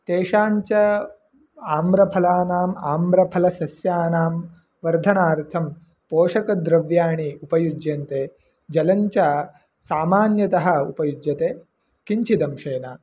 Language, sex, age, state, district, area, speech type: Sanskrit, male, 18-30, Karnataka, Mandya, rural, spontaneous